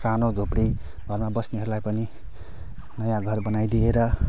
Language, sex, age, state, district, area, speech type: Nepali, male, 30-45, West Bengal, Kalimpong, rural, spontaneous